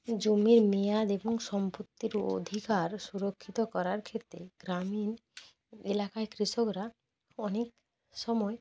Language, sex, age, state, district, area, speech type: Bengali, female, 18-30, West Bengal, Jalpaiguri, rural, spontaneous